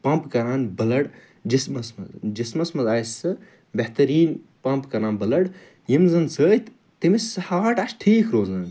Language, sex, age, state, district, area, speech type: Kashmiri, male, 45-60, Jammu and Kashmir, Ganderbal, urban, spontaneous